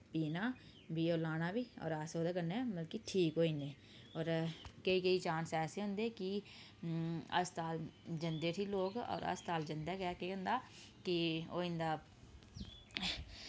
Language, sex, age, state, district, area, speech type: Dogri, female, 30-45, Jammu and Kashmir, Udhampur, rural, spontaneous